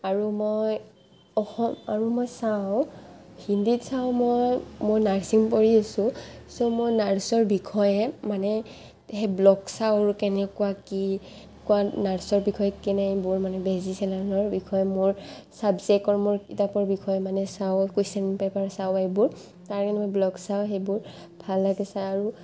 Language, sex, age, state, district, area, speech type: Assamese, female, 18-30, Assam, Barpeta, rural, spontaneous